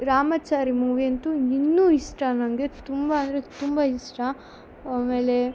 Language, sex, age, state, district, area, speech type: Kannada, female, 18-30, Karnataka, Chikkamagaluru, rural, spontaneous